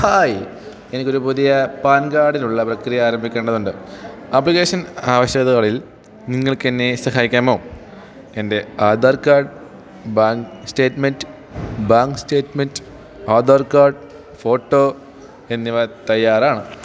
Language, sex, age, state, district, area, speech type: Malayalam, male, 18-30, Kerala, Idukki, rural, read